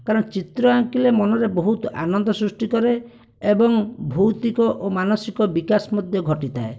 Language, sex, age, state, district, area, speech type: Odia, male, 30-45, Odisha, Bhadrak, rural, spontaneous